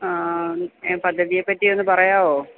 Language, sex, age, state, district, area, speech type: Malayalam, female, 30-45, Kerala, Kottayam, urban, conversation